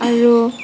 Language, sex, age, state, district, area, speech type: Assamese, female, 18-30, Assam, Morigaon, rural, spontaneous